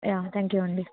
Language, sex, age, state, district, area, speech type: Telugu, female, 18-30, Andhra Pradesh, N T Rama Rao, urban, conversation